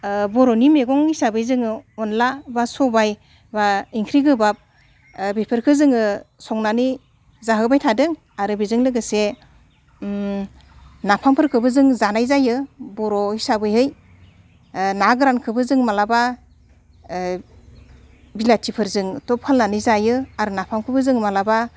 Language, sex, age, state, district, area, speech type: Bodo, female, 45-60, Assam, Udalguri, rural, spontaneous